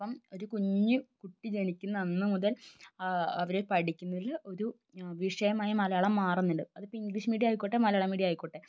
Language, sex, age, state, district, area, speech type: Malayalam, female, 18-30, Kerala, Wayanad, rural, spontaneous